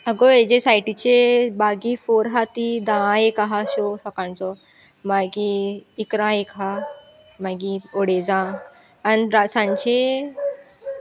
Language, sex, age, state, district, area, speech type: Goan Konkani, female, 18-30, Goa, Sanguem, rural, spontaneous